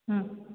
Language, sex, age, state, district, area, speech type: Odia, female, 45-60, Odisha, Angul, rural, conversation